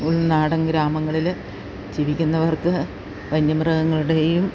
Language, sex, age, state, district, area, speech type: Malayalam, female, 60+, Kerala, Idukki, rural, spontaneous